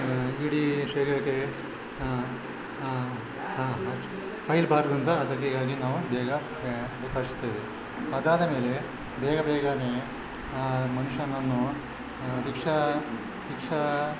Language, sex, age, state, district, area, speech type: Kannada, male, 60+, Karnataka, Udupi, rural, spontaneous